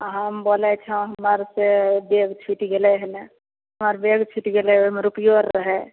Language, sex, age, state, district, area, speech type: Maithili, female, 45-60, Bihar, Begusarai, rural, conversation